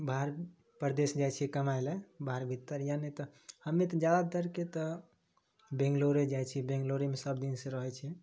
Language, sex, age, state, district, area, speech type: Maithili, male, 18-30, Bihar, Samastipur, urban, spontaneous